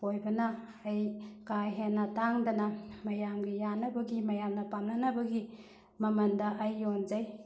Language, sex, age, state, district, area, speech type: Manipuri, female, 30-45, Manipur, Bishnupur, rural, spontaneous